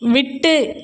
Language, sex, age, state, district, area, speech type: Tamil, female, 30-45, Tamil Nadu, Thoothukudi, urban, read